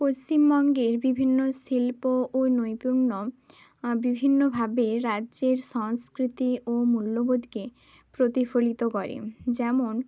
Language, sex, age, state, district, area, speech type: Bengali, female, 30-45, West Bengal, Bankura, urban, spontaneous